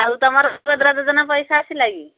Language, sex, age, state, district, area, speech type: Odia, female, 60+, Odisha, Gajapati, rural, conversation